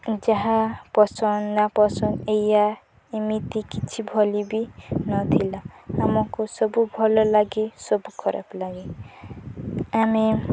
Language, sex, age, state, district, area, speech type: Odia, female, 18-30, Odisha, Nuapada, urban, spontaneous